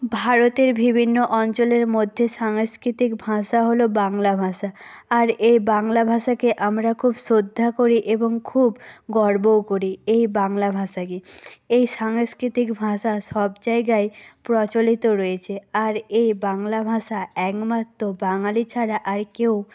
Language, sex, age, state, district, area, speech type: Bengali, female, 18-30, West Bengal, Nadia, rural, spontaneous